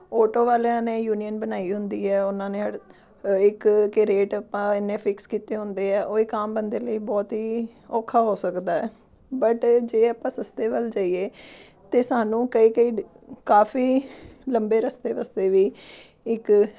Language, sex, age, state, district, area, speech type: Punjabi, female, 30-45, Punjab, Amritsar, urban, spontaneous